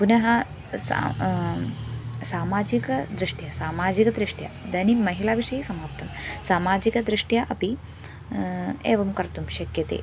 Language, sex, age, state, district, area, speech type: Sanskrit, female, 18-30, Kerala, Thrissur, urban, spontaneous